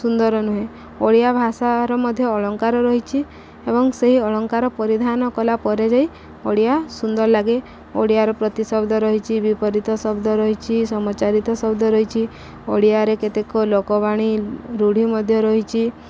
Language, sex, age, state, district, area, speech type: Odia, female, 18-30, Odisha, Subarnapur, urban, spontaneous